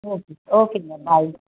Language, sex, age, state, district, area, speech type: Tamil, female, 30-45, Tamil Nadu, Chengalpattu, urban, conversation